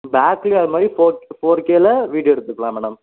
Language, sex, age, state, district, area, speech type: Tamil, male, 18-30, Tamil Nadu, Ariyalur, rural, conversation